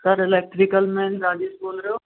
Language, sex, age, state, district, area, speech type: Hindi, male, 45-60, Rajasthan, Karauli, rural, conversation